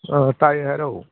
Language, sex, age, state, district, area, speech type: Manipuri, male, 45-60, Manipur, Kangpokpi, urban, conversation